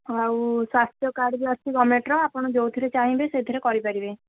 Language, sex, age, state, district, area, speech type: Odia, female, 30-45, Odisha, Sambalpur, rural, conversation